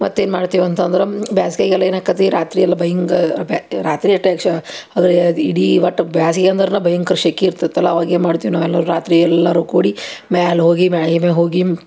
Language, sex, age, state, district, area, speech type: Kannada, female, 30-45, Karnataka, Koppal, rural, spontaneous